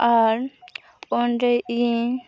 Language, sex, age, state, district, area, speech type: Santali, female, 18-30, West Bengal, Purulia, rural, spontaneous